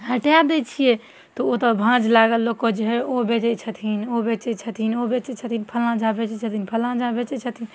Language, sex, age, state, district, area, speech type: Maithili, female, 18-30, Bihar, Darbhanga, rural, spontaneous